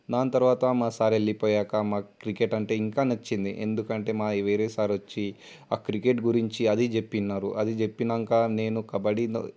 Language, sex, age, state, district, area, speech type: Telugu, male, 18-30, Telangana, Ranga Reddy, urban, spontaneous